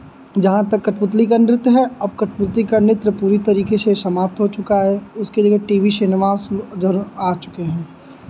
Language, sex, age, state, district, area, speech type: Hindi, male, 18-30, Uttar Pradesh, Azamgarh, rural, spontaneous